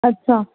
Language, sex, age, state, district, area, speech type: Sindhi, female, 18-30, Maharashtra, Thane, urban, conversation